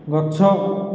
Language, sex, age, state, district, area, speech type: Odia, male, 18-30, Odisha, Khordha, rural, read